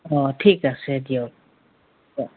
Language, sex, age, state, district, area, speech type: Assamese, female, 45-60, Assam, Tinsukia, urban, conversation